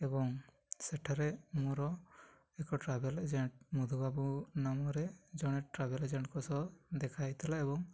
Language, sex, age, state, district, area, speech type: Odia, male, 18-30, Odisha, Mayurbhanj, rural, spontaneous